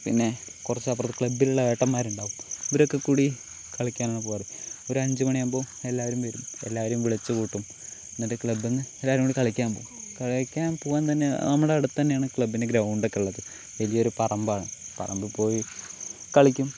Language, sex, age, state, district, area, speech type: Malayalam, male, 18-30, Kerala, Palakkad, rural, spontaneous